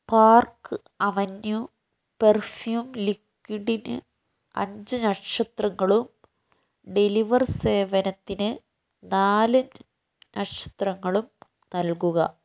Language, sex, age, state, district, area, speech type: Malayalam, female, 60+, Kerala, Wayanad, rural, read